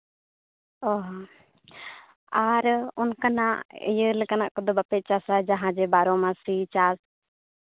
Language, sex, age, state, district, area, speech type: Santali, female, 30-45, Jharkhand, Seraikela Kharsawan, rural, conversation